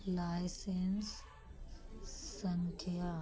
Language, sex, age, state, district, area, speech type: Hindi, female, 45-60, Madhya Pradesh, Narsinghpur, rural, read